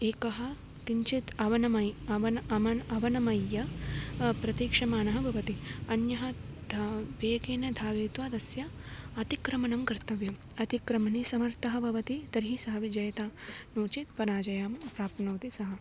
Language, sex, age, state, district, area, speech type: Sanskrit, female, 18-30, Tamil Nadu, Tiruchirappalli, urban, spontaneous